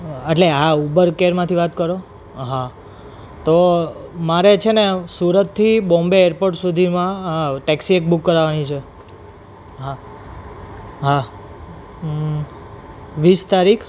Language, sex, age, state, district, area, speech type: Gujarati, male, 18-30, Gujarat, Surat, urban, spontaneous